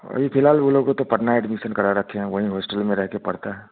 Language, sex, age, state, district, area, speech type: Hindi, male, 30-45, Bihar, Vaishali, rural, conversation